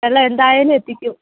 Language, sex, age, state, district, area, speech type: Malayalam, female, 18-30, Kerala, Idukki, rural, conversation